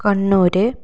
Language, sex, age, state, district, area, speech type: Malayalam, female, 30-45, Kerala, Kannur, rural, spontaneous